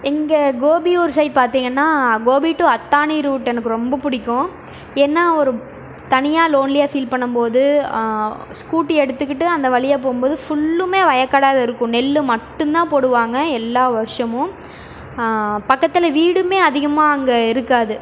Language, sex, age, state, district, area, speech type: Tamil, female, 18-30, Tamil Nadu, Erode, urban, spontaneous